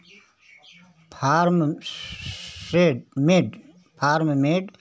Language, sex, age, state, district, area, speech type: Hindi, male, 60+, Uttar Pradesh, Chandauli, rural, read